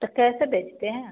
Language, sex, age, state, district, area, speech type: Hindi, female, 30-45, Bihar, Samastipur, rural, conversation